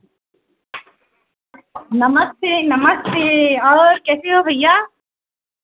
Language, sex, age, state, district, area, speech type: Hindi, female, 18-30, Uttar Pradesh, Pratapgarh, rural, conversation